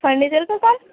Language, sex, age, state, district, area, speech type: Urdu, female, 45-60, Uttar Pradesh, Gautam Buddha Nagar, urban, conversation